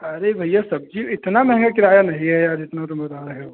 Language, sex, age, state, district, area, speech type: Hindi, male, 30-45, Uttar Pradesh, Hardoi, rural, conversation